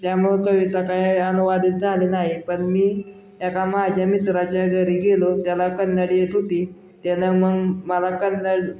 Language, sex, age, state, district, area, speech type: Marathi, male, 18-30, Maharashtra, Osmanabad, rural, spontaneous